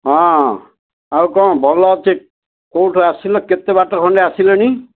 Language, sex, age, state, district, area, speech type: Odia, male, 60+, Odisha, Gajapati, rural, conversation